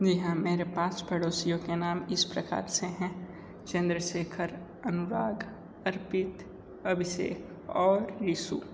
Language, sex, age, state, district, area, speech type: Hindi, male, 60+, Uttar Pradesh, Sonbhadra, rural, spontaneous